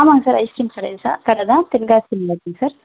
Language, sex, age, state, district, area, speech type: Tamil, female, 18-30, Tamil Nadu, Tenkasi, rural, conversation